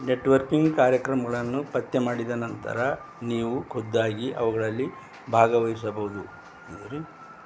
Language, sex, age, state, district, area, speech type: Kannada, male, 60+, Karnataka, Bidar, urban, read